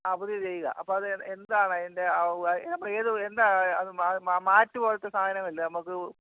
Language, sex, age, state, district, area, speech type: Malayalam, male, 45-60, Kerala, Kottayam, rural, conversation